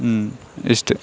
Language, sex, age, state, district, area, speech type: Kannada, male, 18-30, Karnataka, Dakshina Kannada, rural, spontaneous